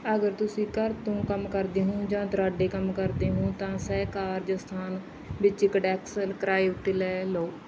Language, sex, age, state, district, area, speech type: Punjabi, female, 30-45, Punjab, Bathinda, rural, read